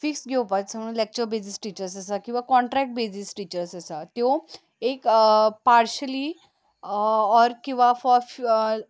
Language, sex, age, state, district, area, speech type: Goan Konkani, female, 18-30, Goa, Ponda, urban, spontaneous